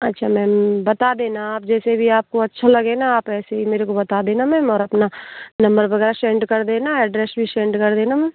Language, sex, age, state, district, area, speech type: Hindi, female, 18-30, Rajasthan, Bharatpur, rural, conversation